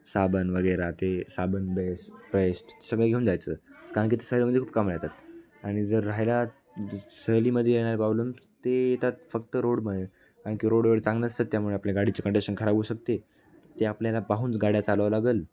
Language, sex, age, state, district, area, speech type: Marathi, male, 18-30, Maharashtra, Nanded, rural, spontaneous